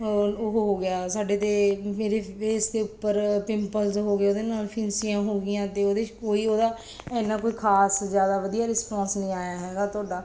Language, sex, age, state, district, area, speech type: Punjabi, female, 30-45, Punjab, Bathinda, urban, spontaneous